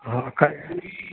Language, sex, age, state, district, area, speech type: Sindhi, male, 60+, Delhi, South Delhi, rural, conversation